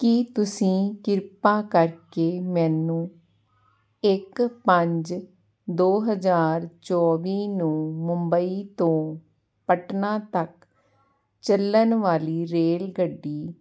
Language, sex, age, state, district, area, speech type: Punjabi, female, 45-60, Punjab, Ludhiana, rural, read